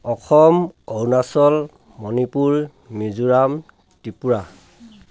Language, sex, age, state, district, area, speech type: Assamese, male, 60+, Assam, Dhemaji, rural, spontaneous